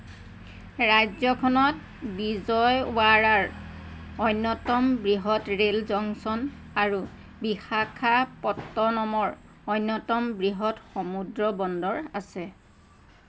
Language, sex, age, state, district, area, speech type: Assamese, female, 45-60, Assam, Lakhimpur, rural, read